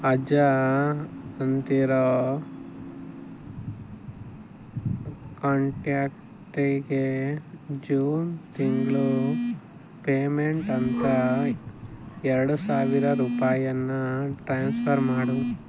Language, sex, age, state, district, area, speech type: Kannada, male, 45-60, Karnataka, Chikkaballapur, rural, read